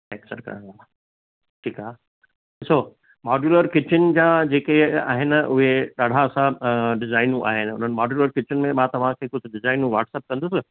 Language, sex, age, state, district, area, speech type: Sindhi, male, 60+, Rajasthan, Ajmer, urban, conversation